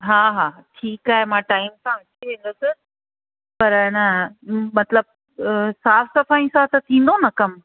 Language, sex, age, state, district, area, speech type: Sindhi, female, 60+, Rajasthan, Ajmer, urban, conversation